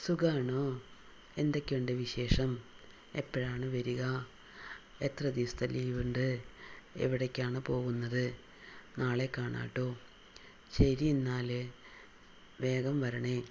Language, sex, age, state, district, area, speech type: Malayalam, female, 60+, Kerala, Palakkad, rural, spontaneous